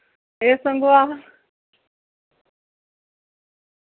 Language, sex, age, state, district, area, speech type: Dogri, female, 18-30, Jammu and Kashmir, Samba, rural, conversation